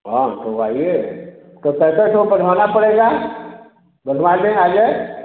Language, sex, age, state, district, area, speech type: Hindi, male, 45-60, Uttar Pradesh, Chandauli, urban, conversation